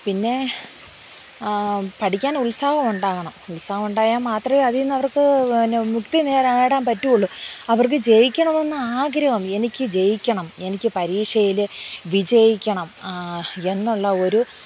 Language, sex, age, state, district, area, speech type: Malayalam, female, 45-60, Kerala, Thiruvananthapuram, urban, spontaneous